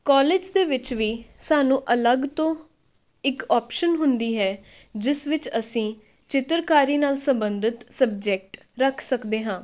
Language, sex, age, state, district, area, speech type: Punjabi, female, 18-30, Punjab, Shaheed Bhagat Singh Nagar, urban, spontaneous